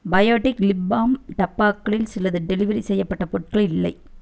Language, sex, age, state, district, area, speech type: Tamil, female, 30-45, Tamil Nadu, Erode, rural, read